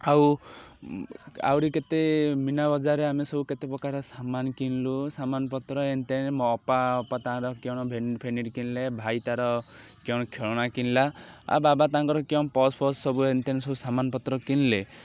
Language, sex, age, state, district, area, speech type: Odia, male, 30-45, Odisha, Ganjam, urban, spontaneous